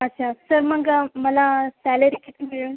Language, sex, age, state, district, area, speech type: Marathi, female, 18-30, Maharashtra, Aurangabad, rural, conversation